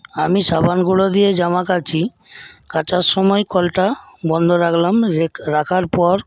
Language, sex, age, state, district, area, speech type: Bengali, male, 60+, West Bengal, Paschim Medinipur, rural, spontaneous